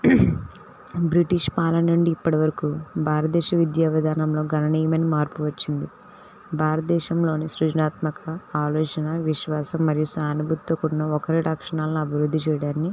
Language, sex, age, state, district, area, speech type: Telugu, female, 18-30, Andhra Pradesh, N T Rama Rao, rural, spontaneous